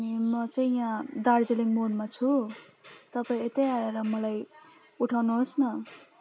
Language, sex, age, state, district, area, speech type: Nepali, female, 30-45, West Bengal, Darjeeling, rural, spontaneous